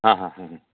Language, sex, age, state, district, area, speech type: Odia, male, 45-60, Odisha, Koraput, rural, conversation